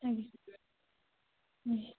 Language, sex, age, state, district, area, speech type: Odia, female, 18-30, Odisha, Dhenkanal, rural, conversation